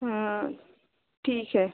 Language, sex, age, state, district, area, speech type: Hindi, female, 30-45, Uttar Pradesh, Lucknow, rural, conversation